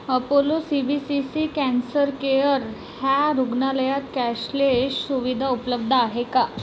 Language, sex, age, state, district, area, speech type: Marathi, female, 30-45, Maharashtra, Nagpur, urban, read